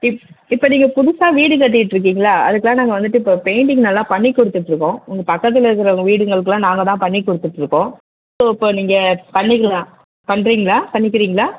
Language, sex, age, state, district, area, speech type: Tamil, female, 45-60, Tamil Nadu, Kanchipuram, urban, conversation